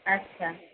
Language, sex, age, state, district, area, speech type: Bengali, female, 30-45, West Bengal, Kolkata, urban, conversation